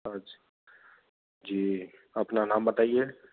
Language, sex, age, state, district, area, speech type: Hindi, male, 18-30, Rajasthan, Bharatpur, urban, conversation